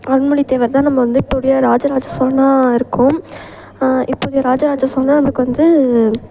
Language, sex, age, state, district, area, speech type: Tamil, female, 18-30, Tamil Nadu, Thanjavur, urban, spontaneous